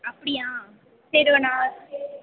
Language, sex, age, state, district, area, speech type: Tamil, female, 30-45, Tamil Nadu, Pudukkottai, rural, conversation